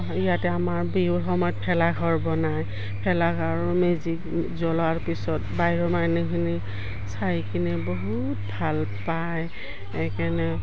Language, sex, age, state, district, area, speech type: Assamese, female, 60+, Assam, Udalguri, rural, spontaneous